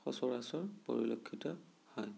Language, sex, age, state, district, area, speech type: Assamese, male, 30-45, Assam, Sonitpur, rural, spontaneous